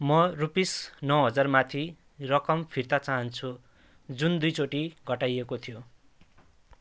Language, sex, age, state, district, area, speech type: Nepali, male, 30-45, West Bengal, Jalpaiguri, rural, read